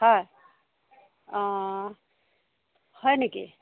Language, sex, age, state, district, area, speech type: Assamese, female, 60+, Assam, Morigaon, rural, conversation